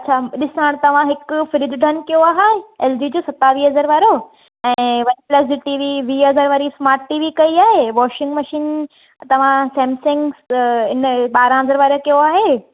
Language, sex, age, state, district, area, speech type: Sindhi, female, 18-30, Maharashtra, Thane, urban, conversation